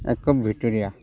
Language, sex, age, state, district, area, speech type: Bodo, male, 60+, Assam, Udalguri, rural, spontaneous